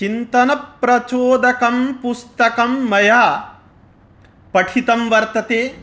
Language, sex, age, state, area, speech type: Sanskrit, male, 30-45, Bihar, rural, spontaneous